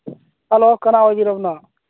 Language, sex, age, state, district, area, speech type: Manipuri, male, 30-45, Manipur, Churachandpur, rural, conversation